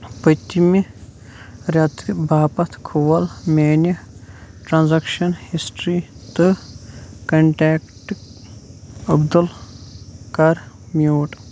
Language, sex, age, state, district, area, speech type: Kashmiri, male, 30-45, Jammu and Kashmir, Shopian, rural, read